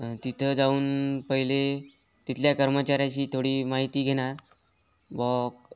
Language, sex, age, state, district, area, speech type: Marathi, male, 18-30, Maharashtra, Hingoli, urban, spontaneous